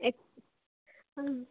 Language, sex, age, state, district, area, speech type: Manipuri, female, 18-30, Manipur, Kangpokpi, urban, conversation